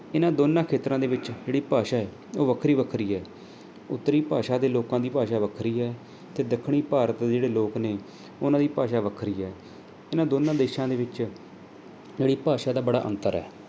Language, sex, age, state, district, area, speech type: Punjabi, male, 30-45, Punjab, Mohali, urban, spontaneous